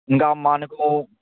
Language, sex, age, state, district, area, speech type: Telugu, male, 18-30, Andhra Pradesh, Chittoor, urban, conversation